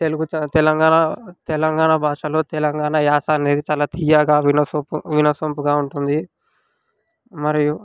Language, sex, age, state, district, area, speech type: Telugu, male, 18-30, Telangana, Sangareddy, urban, spontaneous